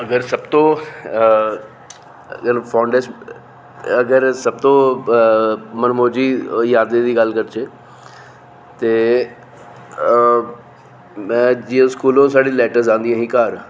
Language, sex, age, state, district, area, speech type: Dogri, male, 45-60, Jammu and Kashmir, Reasi, urban, spontaneous